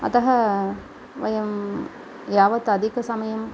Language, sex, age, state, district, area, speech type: Sanskrit, female, 45-60, Tamil Nadu, Coimbatore, urban, spontaneous